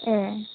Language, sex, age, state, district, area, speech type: Bodo, female, 45-60, Assam, Chirang, rural, conversation